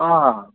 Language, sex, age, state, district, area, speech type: Maithili, male, 45-60, Bihar, Supaul, urban, conversation